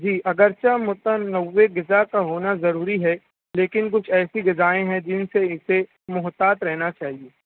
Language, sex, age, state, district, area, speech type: Urdu, male, 18-30, Maharashtra, Nashik, rural, conversation